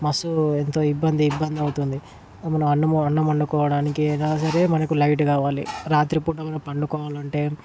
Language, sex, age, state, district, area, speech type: Telugu, male, 18-30, Telangana, Ranga Reddy, urban, spontaneous